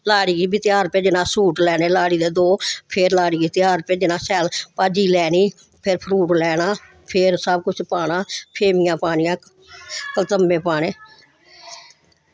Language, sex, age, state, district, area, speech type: Dogri, female, 60+, Jammu and Kashmir, Samba, urban, spontaneous